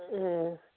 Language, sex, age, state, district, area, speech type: Manipuri, female, 45-60, Manipur, Kangpokpi, urban, conversation